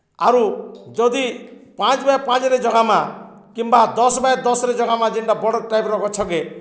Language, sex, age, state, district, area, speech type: Odia, male, 60+, Odisha, Balangir, urban, spontaneous